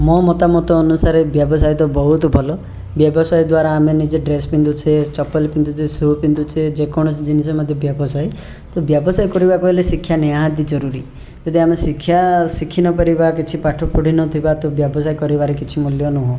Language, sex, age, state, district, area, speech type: Odia, male, 30-45, Odisha, Rayagada, rural, spontaneous